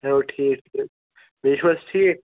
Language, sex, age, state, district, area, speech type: Kashmiri, male, 18-30, Jammu and Kashmir, Ganderbal, rural, conversation